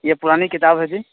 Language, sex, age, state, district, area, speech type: Urdu, male, 18-30, Uttar Pradesh, Saharanpur, urban, conversation